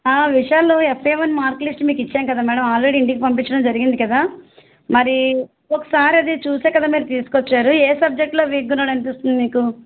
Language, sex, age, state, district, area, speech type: Telugu, female, 60+, Andhra Pradesh, West Godavari, rural, conversation